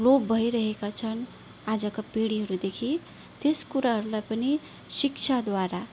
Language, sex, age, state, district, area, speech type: Nepali, female, 30-45, West Bengal, Darjeeling, rural, spontaneous